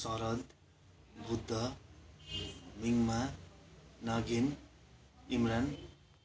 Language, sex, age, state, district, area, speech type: Nepali, male, 45-60, West Bengal, Kalimpong, rural, spontaneous